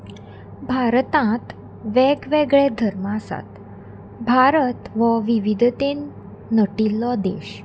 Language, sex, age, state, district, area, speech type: Goan Konkani, female, 18-30, Goa, Salcete, rural, spontaneous